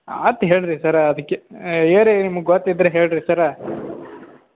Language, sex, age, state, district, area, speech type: Kannada, male, 45-60, Karnataka, Belgaum, rural, conversation